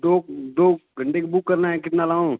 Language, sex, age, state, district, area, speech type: Hindi, male, 18-30, Uttar Pradesh, Azamgarh, rural, conversation